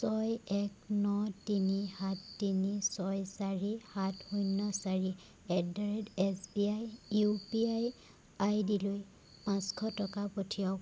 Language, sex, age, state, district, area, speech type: Assamese, female, 18-30, Assam, Jorhat, urban, read